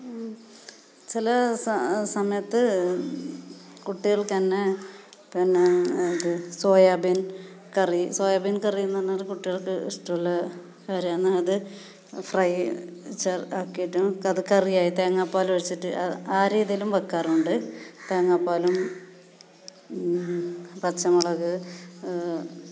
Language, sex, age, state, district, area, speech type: Malayalam, female, 45-60, Kerala, Kasaragod, rural, spontaneous